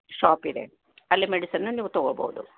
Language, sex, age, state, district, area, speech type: Kannada, female, 60+, Karnataka, Gulbarga, urban, conversation